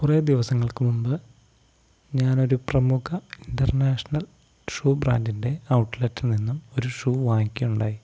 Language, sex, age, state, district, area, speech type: Malayalam, male, 45-60, Kerala, Wayanad, rural, spontaneous